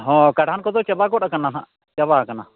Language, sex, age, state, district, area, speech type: Santali, male, 45-60, Odisha, Mayurbhanj, rural, conversation